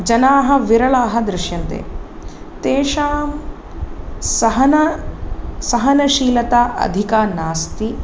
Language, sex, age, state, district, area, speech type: Sanskrit, female, 30-45, Tamil Nadu, Chennai, urban, spontaneous